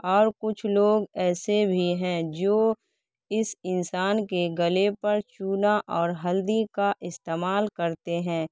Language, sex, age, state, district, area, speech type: Urdu, female, 18-30, Bihar, Saharsa, rural, spontaneous